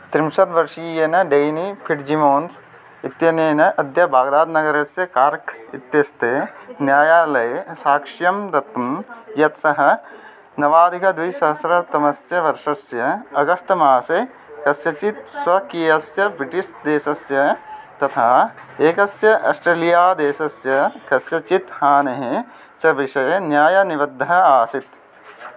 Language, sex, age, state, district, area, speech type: Sanskrit, male, 18-30, Odisha, Balangir, rural, read